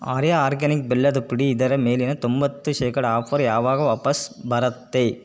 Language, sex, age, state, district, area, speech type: Kannada, male, 30-45, Karnataka, Chitradurga, rural, read